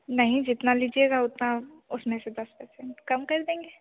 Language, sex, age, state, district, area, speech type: Hindi, female, 18-30, Bihar, Begusarai, rural, conversation